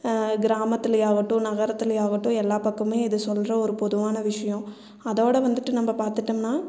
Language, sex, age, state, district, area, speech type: Tamil, female, 30-45, Tamil Nadu, Erode, rural, spontaneous